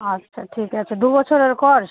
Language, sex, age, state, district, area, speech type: Bengali, female, 30-45, West Bengal, Malda, urban, conversation